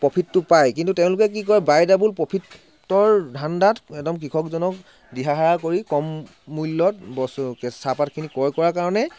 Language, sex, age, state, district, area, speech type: Assamese, male, 30-45, Assam, Sivasagar, urban, spontaneous